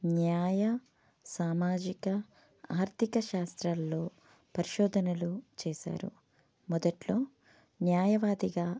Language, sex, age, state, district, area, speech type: Telugu, female, 30-45, Telangana, Hanamkonda, urban, spontaneous